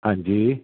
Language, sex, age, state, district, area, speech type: Punjabi, male, 30-45, Punjab, Fazilka, rural, conversation